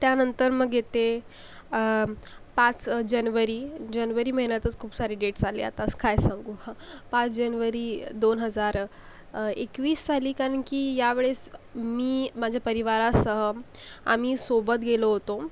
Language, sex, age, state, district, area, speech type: Marathi, female, 18-30, Maharashtra, Akola, rural, spontaneous